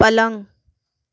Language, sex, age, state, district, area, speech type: Hindi, female, 18-30, Madhya Pradesh, Betul, urban, read